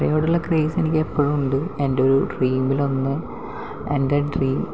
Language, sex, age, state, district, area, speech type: Malayalam, male, 18-30, Kerala, Palakkad, rural, spontaneous